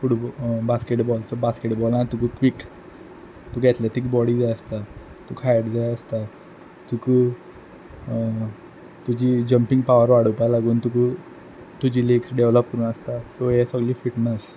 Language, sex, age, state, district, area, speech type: Goan Konkani, male, 18-30, Goa, Quepem, rural, spontaneous